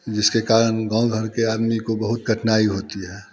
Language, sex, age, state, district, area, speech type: Hindi, male, 30-45, Bihar, Muzaffarpur, rural, spontaneous